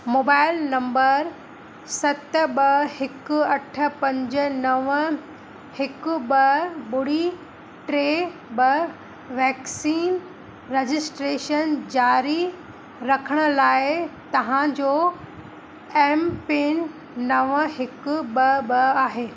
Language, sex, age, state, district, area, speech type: Sindhi, female, 30-45, Madhya Pradesh, Katni, urban, read